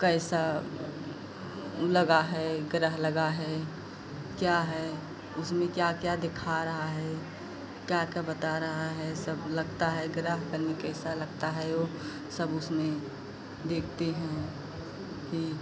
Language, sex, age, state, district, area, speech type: Hindi, female, 45-60, Uttar Pradesh, Pratapgarh, rural, spontaneous